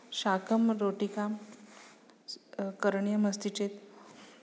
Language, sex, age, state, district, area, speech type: Sanskrit, female, 45-60, Maharashtra, Nagpur, urban, spontaneous